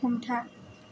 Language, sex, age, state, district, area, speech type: Bodo, female, 18-30, Assam, Kokrajhar, rural, read